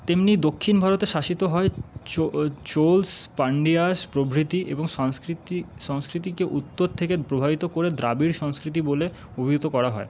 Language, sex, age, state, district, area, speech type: Bengali, male, 30-45, West Bengal, Paschim Bardhaman, urban, spontaneous